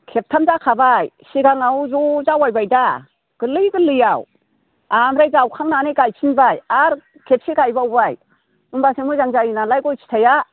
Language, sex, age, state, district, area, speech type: Bodo, female, 60+, Assam, Chirang, rural, conversation